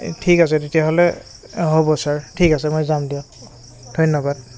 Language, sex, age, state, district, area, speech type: Assamese, male, 30-45, Assam, Goalpara, urban, spontaneous